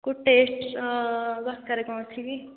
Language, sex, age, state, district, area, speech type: Odia, female, 18-30, Odisha, Nayagarh, rural, conversation